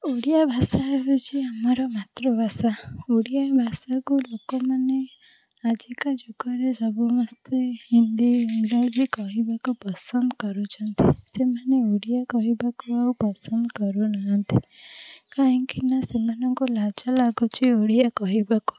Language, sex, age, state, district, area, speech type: Odia, female, 45-60, Odisha, Puri, urban, spontaneous